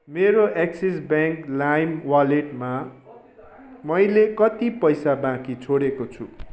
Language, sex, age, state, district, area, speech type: Nepali, male, 18-30, West Bengal, Kalimpong, rural, read